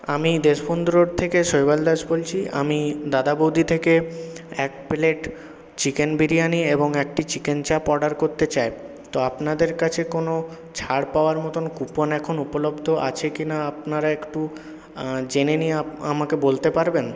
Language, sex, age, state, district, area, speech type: Bengali, male, 18-30, West Bengal, Purulia, urban, spontaneous